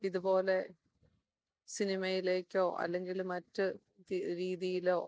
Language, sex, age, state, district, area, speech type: Malayalam, female, 45-60, Kerala, Kottayam, urban, spontaneous